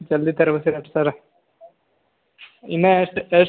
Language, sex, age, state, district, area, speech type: Kannada, male, 45-60, Karnataka, Belgaum, rural, conversation